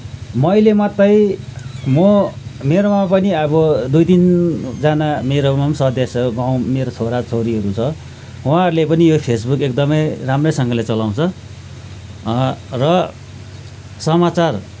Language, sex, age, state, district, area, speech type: Nepali, male, 45-60, West Bengal, Kalimpong, rural, spontaneous